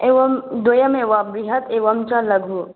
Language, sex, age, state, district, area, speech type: Sanskrit, female, 18-30, Manipur, Kangpokpi, rural, conversation